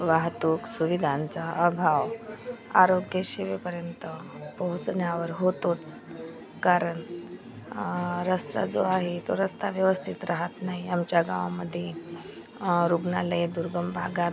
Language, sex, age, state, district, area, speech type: Marathi, female, 45-60, Maharashtra, Washim, rural, spontaneous